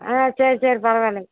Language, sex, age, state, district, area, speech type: Tamil, female, 60+, Tamil Nadu, Erode, urban, conversation